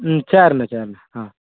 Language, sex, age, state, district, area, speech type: Tamil, male, 18-30, Tamil Nadu, Thoothukudi, rural, conversation